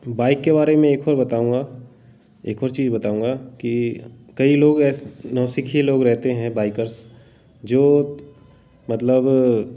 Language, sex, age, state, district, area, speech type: Hindi, male, 45-60, Madhya Pradesh, Jabalpur, urban, spontaneous